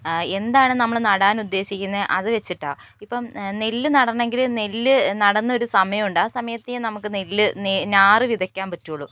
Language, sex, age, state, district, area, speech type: Malayalam, female, 18-30, Kerala, Wayanad, rural, spontaneous